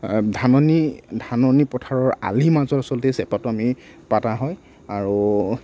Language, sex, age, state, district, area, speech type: Assamese, male, 45-60, Assam, Morigaon, rural, spontaneous